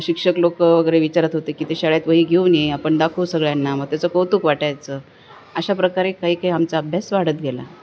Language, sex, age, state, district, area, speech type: Marathi, female, 45-60, Maharashtra, Nanded, rural, spontaneous